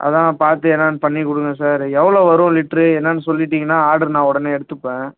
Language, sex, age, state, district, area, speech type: Tamil, male, 18-30, Tamil Nadu, Perambalur, urban, conversation